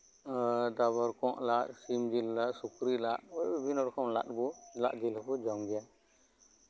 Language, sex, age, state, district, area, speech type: Santali, male, 30-45, West Bengal, Birbhum, rural, spontaneous